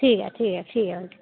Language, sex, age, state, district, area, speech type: Dogri, female, 18-30, Jammu and Kashmir, Kathua, rural, conversation